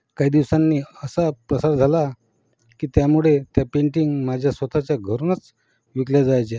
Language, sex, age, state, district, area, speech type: Marathi, male, 45-60, Maharashtra, Yavatmal, rural, spontaneous